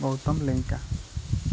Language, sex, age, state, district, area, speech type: Odia, male, 18-30, Odisha, Jagatsinghpur, rural, spontaneous